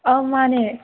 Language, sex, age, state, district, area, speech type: Manipuri, female, 30-45, Manipur, Kangpokpi, urban, conversation